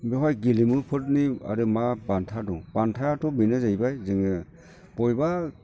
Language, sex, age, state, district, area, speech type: Bodo, male, 45-60, Assam, Chirang, rural, spontaneous